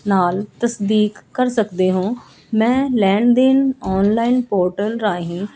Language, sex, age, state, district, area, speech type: Punjabi, female, 30-45, Punjab, Ludhiana, urban, read